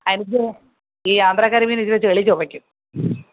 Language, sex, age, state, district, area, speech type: Malayalam, female, 60+, Kerala, Alappuzha, rural, conversation